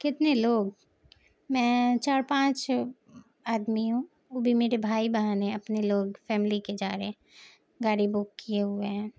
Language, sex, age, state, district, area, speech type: Urdu, female, 18-30, Bihar, Madhubani, rural, spontaneous